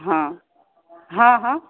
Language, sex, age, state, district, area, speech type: Maithili, female, 30-45, Bihar, Saharsa, rural, conversation